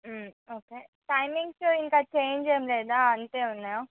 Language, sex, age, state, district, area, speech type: Telugu, female, 45-60, Andhra Pradesh, Visakhapatnam, urban, conversation